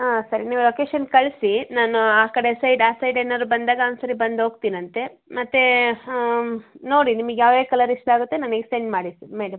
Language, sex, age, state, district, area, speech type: Kannada, female, 45-60, Karnataka, Hassan, urban, conversation